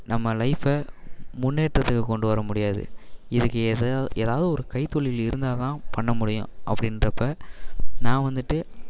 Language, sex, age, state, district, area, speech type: Tamil, male, 18-30, Tamil Nadu, Perambalur, urban, spontaneous